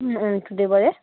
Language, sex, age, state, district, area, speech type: Assamese, female, 18-30, Assam, Charaideo, urban, conversation